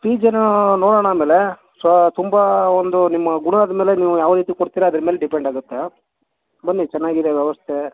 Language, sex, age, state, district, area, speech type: Kannada, male, 30-45, Karnataka, Mysore, rural, conversation